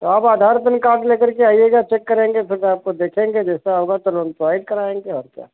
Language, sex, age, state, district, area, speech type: Hindi, male, 30-45, Uttar Pradesh, Sitapur, rural, conversation